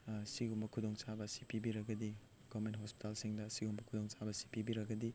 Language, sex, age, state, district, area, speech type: Manipuri, male, 18-30, Manipur, Chandel, rural, spontaneous